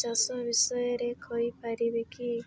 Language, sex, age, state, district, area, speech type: Odia, female, 18-30, Odisha, Nabarangpur, urban, spontaneous